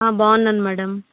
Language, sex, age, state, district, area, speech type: Telugu, female, 30-45, Andhra Pradesh, Chittoor, rural, conversation